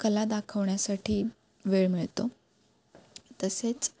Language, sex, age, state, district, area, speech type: Marathi, female, 18-30, Maharashtra, Ratnagiri, rural, spontaneous